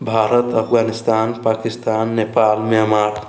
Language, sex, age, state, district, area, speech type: Maithili, male, 45-60, Bihar, Sitamarhi, rural, spontaneous